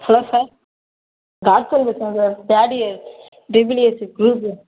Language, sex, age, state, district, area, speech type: Tamil, male, 18-30, Tamil Nadu, Tiruchirappalli, rural, conversation